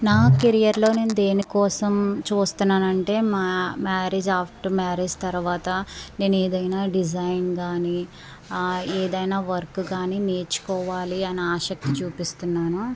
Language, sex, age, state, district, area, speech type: Telugu, female, 18-30, Andhra Pradesh, West Godavari, rural, spontaneous